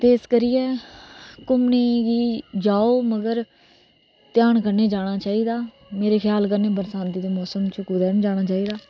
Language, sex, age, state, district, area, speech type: Dogri, female, 30-45, Jammu and Kashmir, Reasi, rural, spontaneous